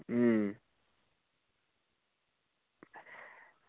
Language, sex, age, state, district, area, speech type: Dogri, male, 18-30, Jammu and Kashmir, Reasi, rural, conversation